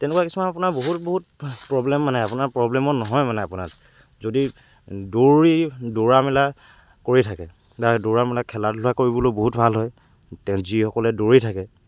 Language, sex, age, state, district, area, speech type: Assamese, male, 18-30, Assam, Lakhimpur, rural, spontaneous